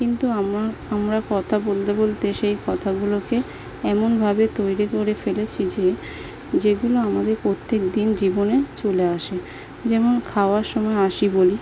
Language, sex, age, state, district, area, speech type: Bengali, female, 18-30, West Bengal, South 24 Parganas, rural, spontaneous